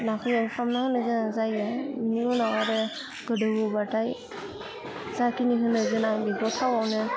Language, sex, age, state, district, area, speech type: Bodo, female, 18-30, Assam, Udalguri, urban, spontaneous